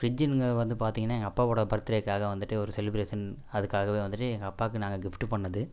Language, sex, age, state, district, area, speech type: Tamil, male, 18-30, Tamil Nadu, Coimbatore, rural, spontaneous